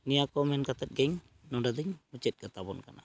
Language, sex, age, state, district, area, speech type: Santali, male, 45-60, West Bengal, Purulia, rural, spontaneous